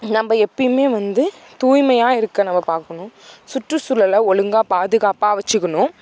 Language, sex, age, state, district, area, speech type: Tamil, female, 18-30, Tamil Nadu, Thanjavur, rural, spontaneous